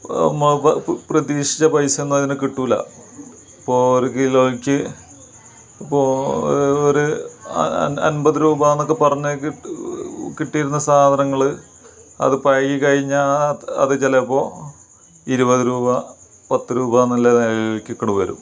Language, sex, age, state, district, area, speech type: Malayalam, male, 30-45, Kerala, Malappuram, rural, spontaneous